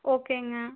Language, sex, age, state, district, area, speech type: Tamil, female, 18-30, Tamil Nadu, Erode, rural, conversation